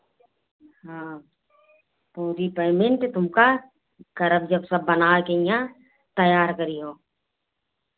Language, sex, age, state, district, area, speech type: Hindi, female, 60+, Uttar Pradesh, Hardoi, rural, conversation